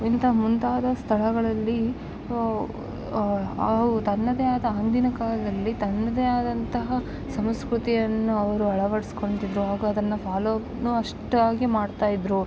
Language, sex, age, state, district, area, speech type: Kannada, female, 18-30, Karnataka, Bellary, rural, spontaneous